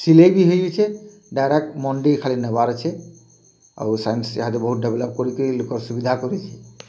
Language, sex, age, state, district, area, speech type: Odia, male, 45-60, Odisha, Bargarh, urban, spontaneous